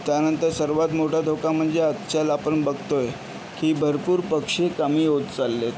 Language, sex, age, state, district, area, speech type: Marathi, male, 18-30, Maharashtra, Yavatmal, rural, spontaneous